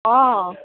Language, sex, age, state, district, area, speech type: Assamese, female, 45-60, Assam, Kamrup Metropolitan, urban, conversation